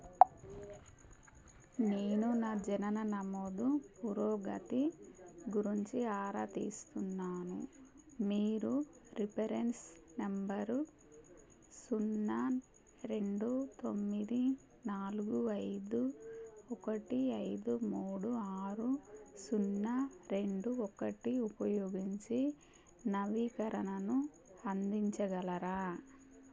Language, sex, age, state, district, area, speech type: Telugu, female, 30-45, Telangana, Warangal, rural, read